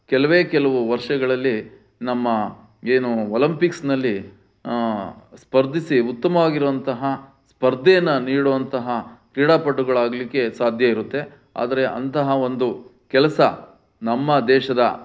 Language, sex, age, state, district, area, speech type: Kannada, male, 60+, Karnataka, Chitradurga, rural, spontaneous